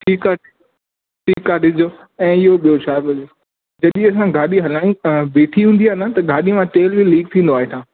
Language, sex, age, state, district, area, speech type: Sindhi, male, 18-30, Maharashtra, Thane, urban, conversation